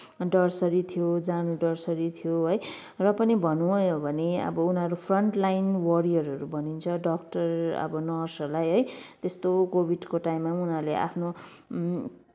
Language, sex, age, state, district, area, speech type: Nepali, female, 30-45, West Bengal, Kalimpong, rural, spontaneous